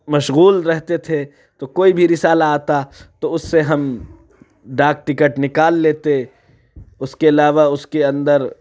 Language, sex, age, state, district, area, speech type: Urdu, male, 45-60, Uttar Pradesh, Lucknow, urban, spontaneous